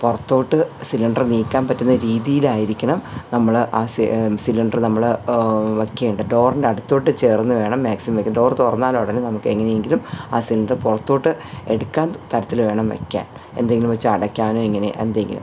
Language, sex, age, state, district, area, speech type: Malayalam, female, 45-60, Kerala, Thiruvananthapuram, urban, spontaneous